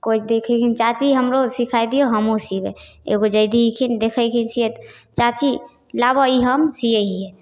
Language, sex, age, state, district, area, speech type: Maithili, female, 18-30, Bihar, Samastipur, rural, spontaneous